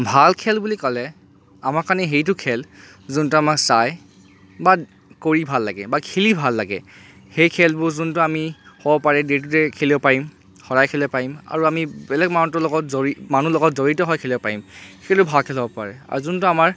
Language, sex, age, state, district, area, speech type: Assamese, male, 30-45, Assam, Charaideo, urban, spontaneous